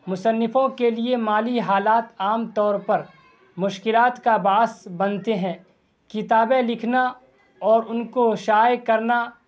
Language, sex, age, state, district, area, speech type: Urdu, male, 18-30, Bihar, Purnia, rural, spontaneous